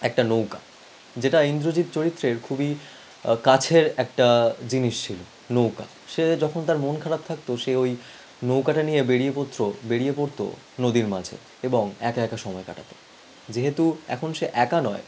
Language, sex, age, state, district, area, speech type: Bengali, male, 18-30, West Bengal, Howrah, urban, spontaneous